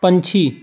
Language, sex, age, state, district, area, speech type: Punjabi, male, 18-30, Punjab, Pathankot, rural, read